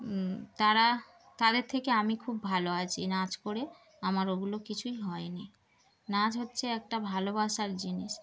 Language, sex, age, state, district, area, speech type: Bengali, female, 30-45, West Bengal, Darjeeling, urban, spontaneous